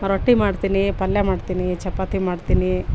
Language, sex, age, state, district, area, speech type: Kannada, female, 45-60, Karnataka, Vijayanagara, rural, spontaneous